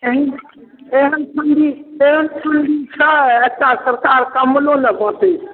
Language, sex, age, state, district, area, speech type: Maithili, female, 60+, Bihar, Darbhanga, urban, conversation